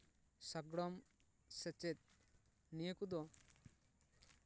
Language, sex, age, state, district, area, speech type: Santali, male, 30-45, West Bengal, Paschim Bardhaman, rural, spontaneous